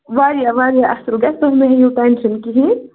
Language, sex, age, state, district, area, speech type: Kashmiri, female, 30-45, Jammu and Kashmir, Budgam, rural, conversation